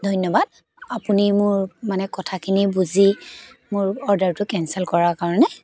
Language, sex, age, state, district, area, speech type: Assamese, female, 30-45, Assam, Dibrugarh, rural, spontaneous